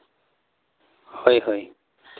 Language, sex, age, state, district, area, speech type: Santali, male, 18-30, West Bengal, Bankura, rural, conversation